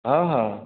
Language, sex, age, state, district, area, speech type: Odia, male, 45-60, Odisha, Nayagarh, rural, conversation